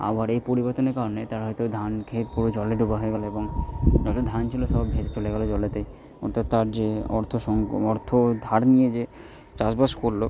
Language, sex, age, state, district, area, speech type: Bengali, male, 18-30, West Bengal, Purba Bardhaman, rural, spontaneous